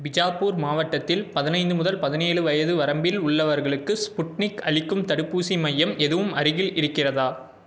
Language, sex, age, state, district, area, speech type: Tamil, male, 18-30, Tamil Nadu, Salem, urban, read